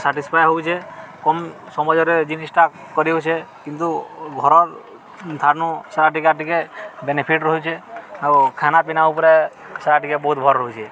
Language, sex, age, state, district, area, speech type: Odia, male, 18-30, Odisha, Balangir, urban, spontaneous